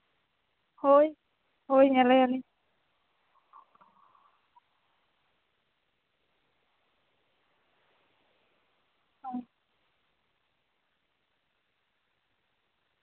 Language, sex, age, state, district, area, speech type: Santali, female, 18-30, West Bengal, Bankura, rural, conversation